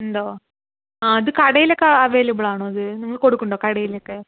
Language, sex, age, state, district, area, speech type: Malayalam, female, 45-60, Kerala, Palakkad, rural, conversation